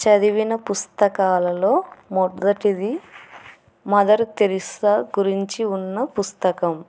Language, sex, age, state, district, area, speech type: Telugu, female, 45-60, Andhra Pradesh, Kurnool, urban, spontaneous